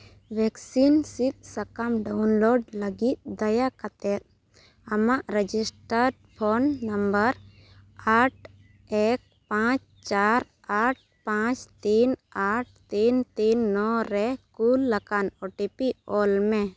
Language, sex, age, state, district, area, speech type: Santali, female, 30-45, Jharkhand, Seraikela Kharsawan, rural, read